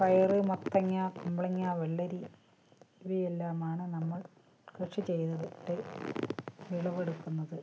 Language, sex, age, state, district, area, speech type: Malayalam, female, 60+, Kerala, Wayanad, rural, spontaneous